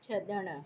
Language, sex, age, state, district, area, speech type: Sindhi, female, 18-30, Gujarat, Surat, urban, read